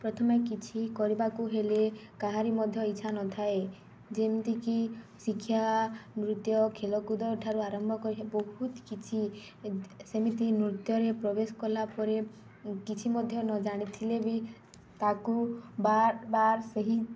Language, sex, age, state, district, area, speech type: Odia, female, 18-30, Odisha, Balangir, urban, spontaneous